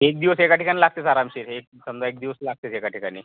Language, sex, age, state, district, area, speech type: Marathi, male, 60+, Maharashtra, Nagpur, rural, conversation